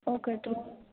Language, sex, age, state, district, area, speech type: Gujarati, female, 18-30, Gujarat, Junagadh, urban, conversation